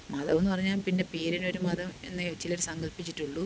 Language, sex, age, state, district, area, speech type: Malayalam, female, 45-60, Kerala, Pathanamthitta, rural, spontaneous